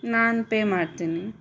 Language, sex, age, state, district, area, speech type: Kannada, female, 18-30, Karnataka, Chitradurga, rural, spontaneous